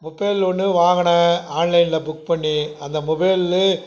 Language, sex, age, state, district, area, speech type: Tamil, male, 60+, Tamil Nadu, Krishnagiri, rural, spontaneous